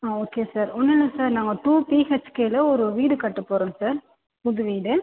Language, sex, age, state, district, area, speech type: Tamil, female, 18-30, Tamil Nadu, Viluppuram, urban, conversation